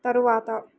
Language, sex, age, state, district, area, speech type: Telugu, female, 18-30, Telangana, Mancherial, rural, read